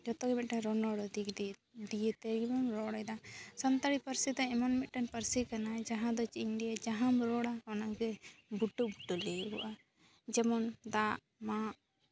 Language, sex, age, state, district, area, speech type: Santali, female, 18-30, West Bengal, Jhargram, rural, spontaneous